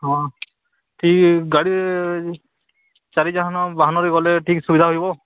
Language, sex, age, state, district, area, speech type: Odia, male, 18-30, Odisha, Balangir, urban, conversation